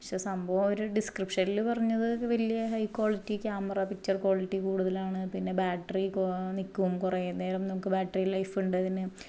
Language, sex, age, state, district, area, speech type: Malayalam, female, 30-45, Kerala, Ernakulam, rural, spontaneous